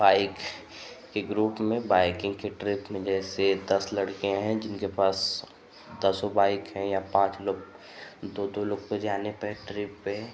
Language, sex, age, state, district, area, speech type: Hindi, male, 18-30, Uttar Pradesh, Ghazipur, urban, spontaneous